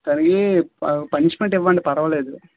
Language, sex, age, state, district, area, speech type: Telugu, male, 30-45, Andhra Pradesh, Vizianagaram, rural, conversation